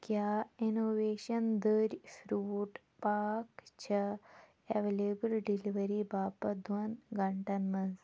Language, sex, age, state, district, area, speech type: Kashmiri, female, 18-30, Jammu and Kashmir, Shopian, rural, read